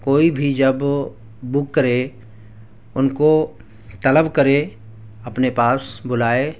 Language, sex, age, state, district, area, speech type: Urdu, male, 18-30, Delhi, East Delhi, urban, spontaneous